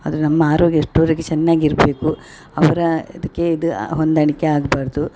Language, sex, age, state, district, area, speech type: Kannada, female, 60+, Karnataka, Dakshina Kannada, rural, spontaneous